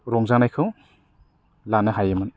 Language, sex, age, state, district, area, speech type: Bodo, male, 30-45, Assam, Kokrajhar, urban, spontaneous